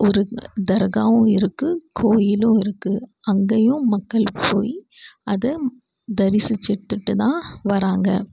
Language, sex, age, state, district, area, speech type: Tamil, female, 18-30, Tamil Nadu, Krishnagiri, rural, spontaneous